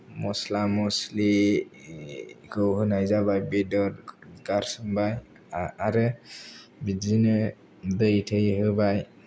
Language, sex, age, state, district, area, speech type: Bodo, male, 18-30, Assam, Kokrajhar, rural, spontaneous